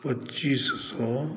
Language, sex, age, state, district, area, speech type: Maithili, male, 60+, Bihar, Saharsa, urban, spontaneous